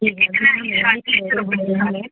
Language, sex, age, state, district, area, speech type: Hindi, female, 30-45, Madhya Pradesh, Seoni, urban, conversation